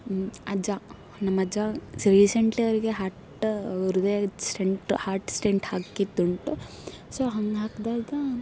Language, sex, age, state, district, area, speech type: Kannada, female, 18-30, Karnataka, Koppal, urban, spontaneous